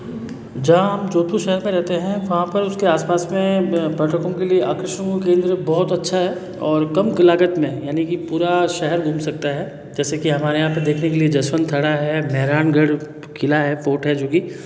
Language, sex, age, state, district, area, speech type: Hindi, male, 30-45, Rajasthan, Jodhpur, urban, spontaneous